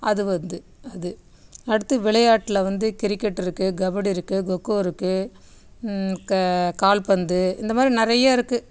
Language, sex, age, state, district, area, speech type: Tamil, female, 60+, Tamil Nadu, Kallakurichi, rural, spontaneous